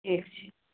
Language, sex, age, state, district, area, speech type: Maithili, female, 45-60, Bihar, Sitamarhi, rural, conversation